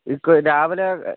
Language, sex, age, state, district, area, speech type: Malayalam, male, 30-45, Kerala, Wayanad, rural, conversation